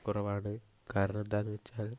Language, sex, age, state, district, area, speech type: Malayalam, male, 18-30, Kerala, Kozhikode, rural, spontaneous